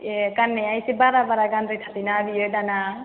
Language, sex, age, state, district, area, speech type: Bodo, female, 18-30, Assam, Chirang, rural, conversation